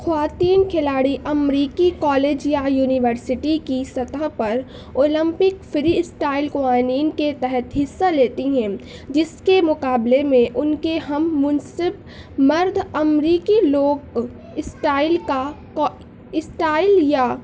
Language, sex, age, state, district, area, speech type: Urdu, female, 18-30, Uttar Pradesh, Mau, urban, read